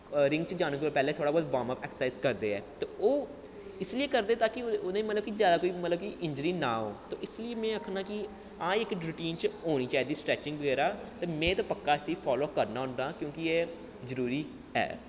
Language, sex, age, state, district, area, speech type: Dogri, male, 18-30, Jammu and Kashmir, Jammu, urban, spontaneous